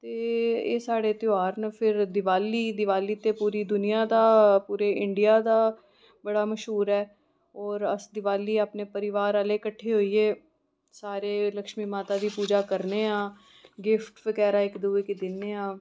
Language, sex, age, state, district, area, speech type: Dogri, female, 30-45, Jammu and Kashmir, Reasi, urban, spontaneous